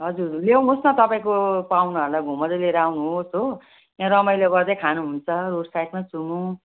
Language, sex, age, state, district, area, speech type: Nepali, female, 45-60, West Bengal, Jalpaiguri, rural, conversation